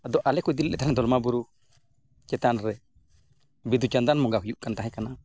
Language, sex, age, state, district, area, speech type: Santali, male, 45-60, Odisha, Mayurbhanj, rural, spontaneous